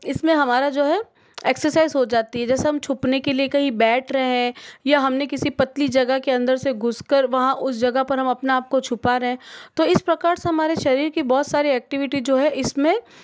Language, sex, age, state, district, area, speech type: Hindi, female, 18-30, Rajasthan, Jodhpur, urban, spontaneous